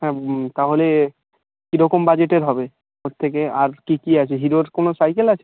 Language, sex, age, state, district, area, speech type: Bengali, male, 18-30, West Bengal, Birbhum, urban, conversation